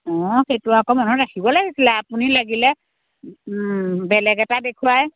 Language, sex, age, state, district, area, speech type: Assamese, female, 45-60, Assam, Biswanath, rural, conversation